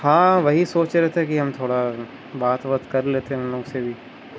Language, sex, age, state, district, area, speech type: Urdu, male, 30-45, Bihar, Gaya, urban, spontaneous